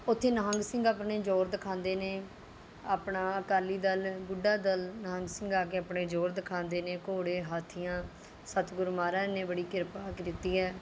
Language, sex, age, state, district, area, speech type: Punjabi, female, 30-45, Punjab, Rupnagar, rural, spontaneous